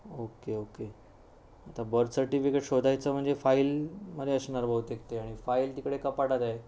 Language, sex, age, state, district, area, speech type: Marathi, male, 30-45, Maharashtra, Sindhudurg, rural, spontaneous